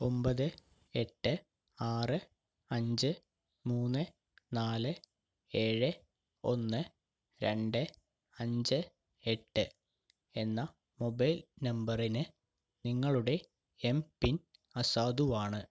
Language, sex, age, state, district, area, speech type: Malayalam, male, 30-45, Kerala, Palakkad, rural, read